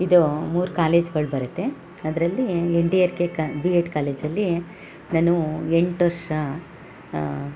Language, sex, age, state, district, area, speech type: Kannada, female, 45-60, Karnataka, Hassan, urban, spontaneous